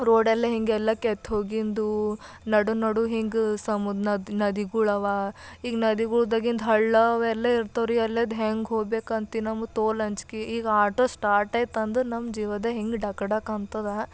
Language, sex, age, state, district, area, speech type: Kannada, female, 18-30, Karnataka, Bidar, urban, spontaneous